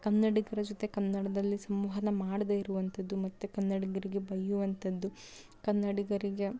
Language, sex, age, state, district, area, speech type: Kannada, female, 30-45, Karnataka, Davanagere, rural, spontaneous